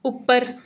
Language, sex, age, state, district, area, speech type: Punjabi, female, 18-30, Punjab, Gurdaspur, rural, read